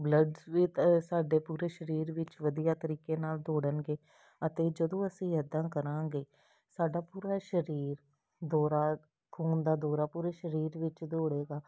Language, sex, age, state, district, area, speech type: Punjabi, female, 30-45, Punjab, Jalandhar, urban, spontaneous